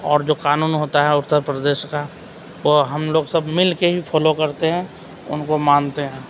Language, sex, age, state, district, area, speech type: Urdu, male, 30-45, Uttar Pradesh, Gautam Buddha Nagar, urban, spontaneous